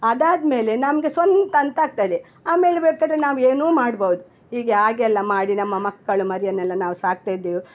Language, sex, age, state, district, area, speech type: Kannada, female, 60+, Karnataka, Udupi, rural, spontaneous